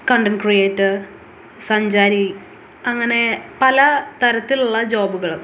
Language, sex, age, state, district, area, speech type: Malayalam, female, 18-30, Kerala, Thrissur, urban, spontaneous